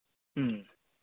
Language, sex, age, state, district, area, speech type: Manipuri, male, 30-45, Manipur, Ukhrul, urban, conversation